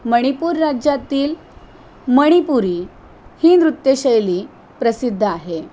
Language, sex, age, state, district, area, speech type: Marathi, female, 45-60, Maharashtra, Thane, rural, spontaneous